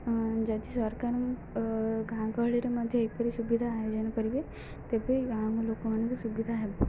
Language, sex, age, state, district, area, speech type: Odia, female, 18-30, Odisha, Sundergarh, urban, spontaneous